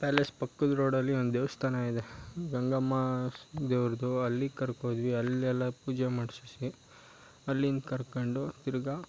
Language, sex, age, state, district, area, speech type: Kannada, male, 18-30, Karnataka, Mysore, rural, spontaneous